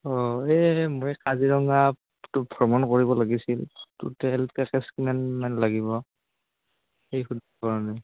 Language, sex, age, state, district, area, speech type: Assamese, male, 18-30, Assam, Barpeta, rural, conversation